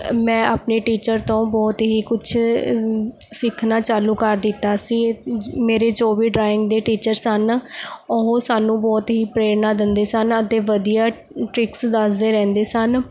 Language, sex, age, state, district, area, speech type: Punjabi, female, 18-30, Punjab, Mohali, rural, spontaneous